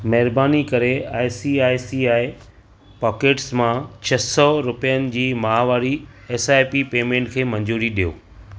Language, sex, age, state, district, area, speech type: Sindhi, male, 45-60, Maharashtra, Thane, urban, read